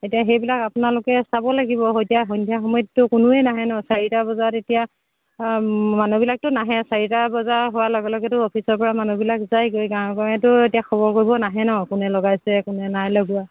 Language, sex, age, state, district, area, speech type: Assamese, female, 30-45, Assam, Charaideo, rural, conversation